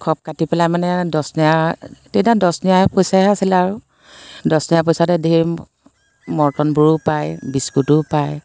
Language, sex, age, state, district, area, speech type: Assamese, female, 45-60, Assam, Biswanath, rural, spontaneous